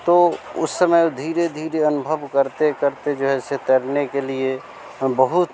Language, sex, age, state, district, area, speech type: Hindi, male, 45-60, Bihar, Vaishali, urban, spontaneous